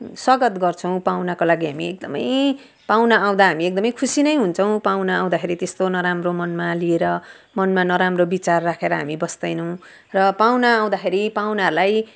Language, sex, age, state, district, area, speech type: Nepali, female, 45-60, West Bengal, Darjeeling, rural, spontaneous